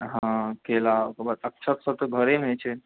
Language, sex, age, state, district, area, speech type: Maithili, male, 45-60, Bihar, Purnia, rural, conversation